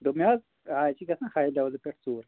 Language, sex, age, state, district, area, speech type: Kashmiri, male, 18-30, Jammu and Kashmir, Anantnag, rural, conversation